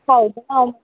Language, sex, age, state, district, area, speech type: Kannada, female, 18-30, Karnataka, Dakshina Kannada, rural, conversation